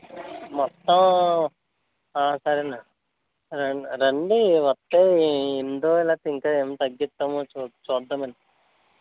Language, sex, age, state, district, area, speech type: Telugu, male, 30-45, Andhra Pradesh, East Godavari, rural, conversation